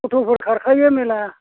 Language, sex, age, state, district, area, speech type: Bodo, male, 60+, Assam, Kokrajhar, rural, conversation